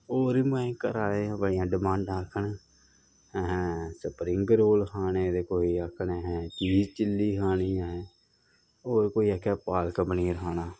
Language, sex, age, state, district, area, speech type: Dogri, male, 18-30, Jammu and Kashmir, Kathua, rural, spontaneous